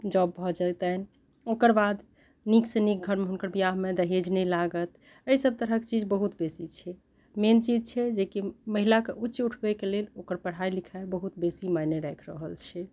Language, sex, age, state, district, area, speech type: Maithili, other, 60+, Bihar, Madhubani, urban, spontaneous